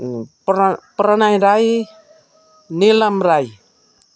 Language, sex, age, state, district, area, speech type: Nepali, female, 60+, West Bengal, Darjeeling, rural, spontaneous